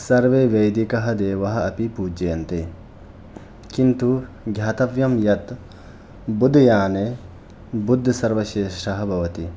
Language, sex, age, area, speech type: Sanskrit, male, 30-45, rural, spontaneous